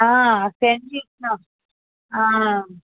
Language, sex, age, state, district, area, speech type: Telugu, female, 18-30, Andhra Pradesh, Visakhapatnam, urban, conversation